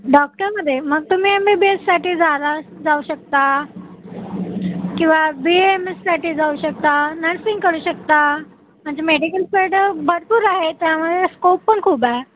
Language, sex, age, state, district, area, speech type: Marathi, female, 18-30, Maharashtra, Wardha, rural, conversation